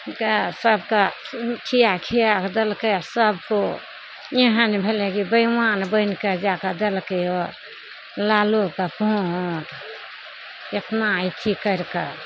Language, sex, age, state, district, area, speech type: Maithili, female, 60+, Bihar, Araria, rural, spontaneous